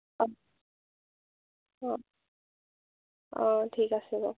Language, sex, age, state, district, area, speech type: Assamese, female, 30-45, Assam, Lakhimpur, rural, conversation